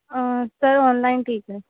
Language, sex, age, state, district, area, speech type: Punjabi, female, 18-30, Punjab, Shaheed Bhagat Singh Nagar, rural, conversation